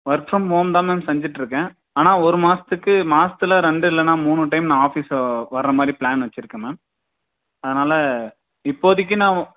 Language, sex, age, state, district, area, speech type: Tamil, male, 18-30, Tamil Nadu, Dharmapuri, rural, conversation